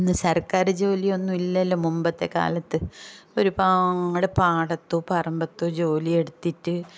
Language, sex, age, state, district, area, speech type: Malayalam, female, 45-60, Kerala, Kasaragod, rural, spontaneous